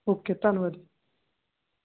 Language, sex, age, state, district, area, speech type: Punjabi, male, 18-30, Punjab, Muktsar, urban, conversation